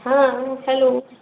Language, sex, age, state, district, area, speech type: Sindhi, female, 45-60, Uttar Pradesh, Lucknow, urban, conversation